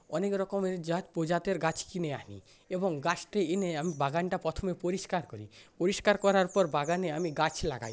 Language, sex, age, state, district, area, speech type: Bengali, male, 30-45, West Bengal, Paschim Medinipur, rural, spontaneous